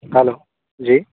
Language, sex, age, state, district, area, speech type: Hindi, male, 60+, Madhya Pradesh, Bhopal, urban, conversation